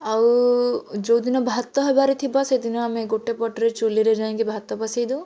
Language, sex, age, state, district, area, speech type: Odia, female, 30-45, Odisha, Bhadrak, rural, spontaneous